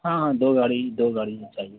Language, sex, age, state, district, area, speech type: Urdu, male, 18-30, Bihar, Purnia, rural, conversation